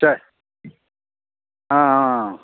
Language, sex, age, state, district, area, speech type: Tamil, male, 60+, Tamil Nadu, Kallakurichi, rural, conversation